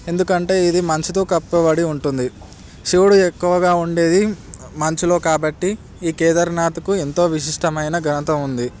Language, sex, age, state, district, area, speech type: Telugu, male, 18-30, Telangana, Hyderabad, urban, spontaneous